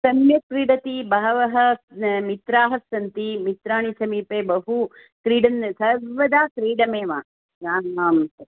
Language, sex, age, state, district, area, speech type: Sanskrit, female, 60+, Karnataka, Hassan, rural, conversation